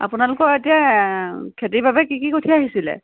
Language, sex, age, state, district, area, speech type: Assamese, female, 30-45, Assam, Lakhimpur, rural, conversation